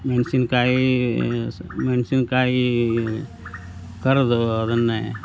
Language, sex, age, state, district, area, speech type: Kannada, male, 60+, Karnataka, Koppal, rural, spontaneous